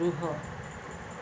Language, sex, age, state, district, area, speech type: Odia, female, 45-60, Odisha, Ganjam, urban, read